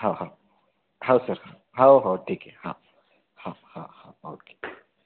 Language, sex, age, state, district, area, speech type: Marathi, male, 18-30, Maharashtra, Buldhana, urban, conversation